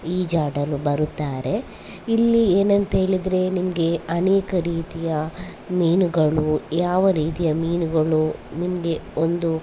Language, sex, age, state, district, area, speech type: Kannada, female, 18-30, Karnataka, Udupi, rural, spontaneous